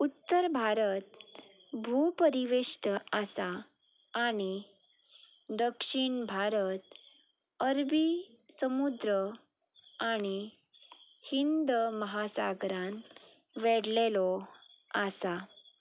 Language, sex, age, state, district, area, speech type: Goan Konkani, female, 18-30, Goa, Ponda, rural, spontaneous